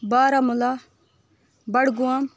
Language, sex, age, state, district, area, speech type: Kashmiri, female, 18-30, Jammu and Kashmir, Budgam, rural, spontaneous